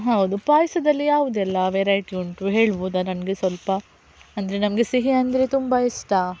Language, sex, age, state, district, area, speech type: Kannada, female, 30-45, Karnataka, Udupi, rural, spontaneous